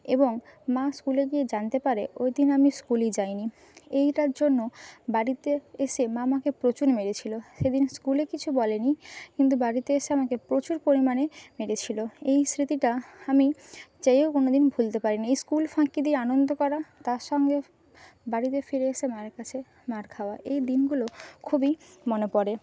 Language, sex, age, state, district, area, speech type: Bengali, female, 30-45, West Bengal, Purba Medinipur, rural, spontaneous